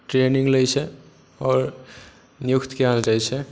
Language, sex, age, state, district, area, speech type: Maithili, male, 18-30, Bihar, Supaul, rural, spontaneous